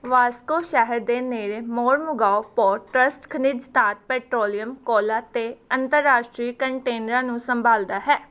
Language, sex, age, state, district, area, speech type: Punjabi, female, 18-30, Punjab, Gurdaspur, rural, read